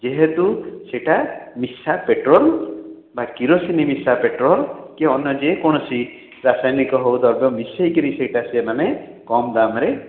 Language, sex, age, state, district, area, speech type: Odia, male, 60+, Odisha, Khordha, rural, conversation